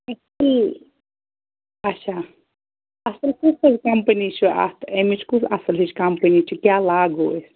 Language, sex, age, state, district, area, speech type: Kashmiri, female, 30-45, Jammu and Kashmir, Bandipora, rural, conversation